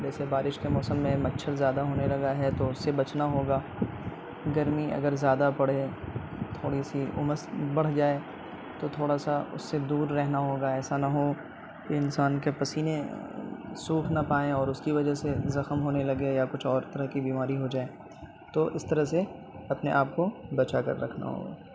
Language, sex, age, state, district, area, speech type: Urdu, male, 18-30, Bihar, Purnia, rural, spontaneous